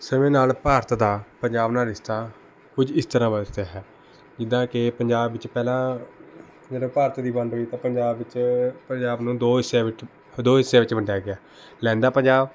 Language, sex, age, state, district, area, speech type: Punjabi, male, 18-30, Punjab, Rupnagar, urban, spontaneous